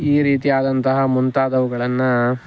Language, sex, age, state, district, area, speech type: Kannada, male, 45-60, Karnataka, Bangalore Rural, rural, spontaneous